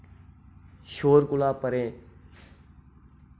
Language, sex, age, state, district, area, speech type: Dogri, male, 30-45, Jammu and Kashmir, Reasi, rural, spontaneous